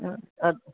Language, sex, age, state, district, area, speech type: Kannada, female, 60+, Karnataka, Udupi, rural, conversation